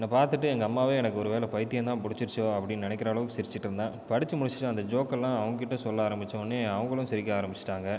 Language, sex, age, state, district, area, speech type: Tamil, male, 18-30, Tamil Nadu, Viluppuram, urban, spontaneous